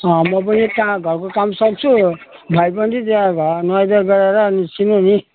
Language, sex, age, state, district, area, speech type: Nepali, male, 60+, West Bengal, Darjeeling, rural, conversation